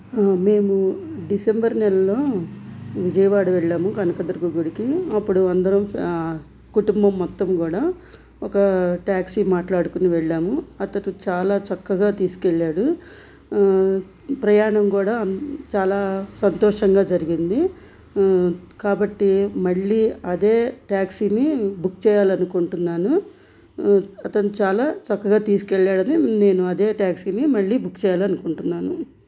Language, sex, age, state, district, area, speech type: Telugu, female, 45-60, Andhra Pradesh, Krishna, rural, spontaneous